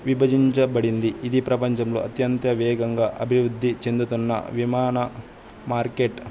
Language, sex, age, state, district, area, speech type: Telugu, female, 18-30, Andhra Pradesh, Chittoor, urban, spontaneous